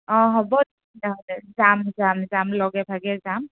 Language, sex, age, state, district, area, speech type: Assamese, female, 30-45, Assam, Kamrup Metropolitan, urban, conversation